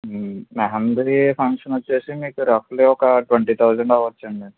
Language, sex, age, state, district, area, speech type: Telugu, male, 18-30, Andhra Pradesh, Eluru, rural, conversation